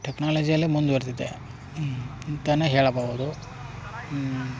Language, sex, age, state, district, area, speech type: Kannada, male, 30-45, Karnataka, Dharwad, rural, spontaneous